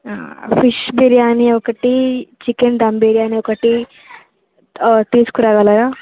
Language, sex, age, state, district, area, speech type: Telugu, female, 18-30, Telangana, Nalgonda, urban, conversation